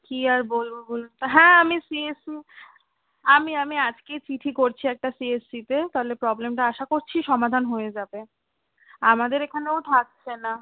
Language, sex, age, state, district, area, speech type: Bengali, female, 18-30, West Bengal, Kolkata, urban, conversation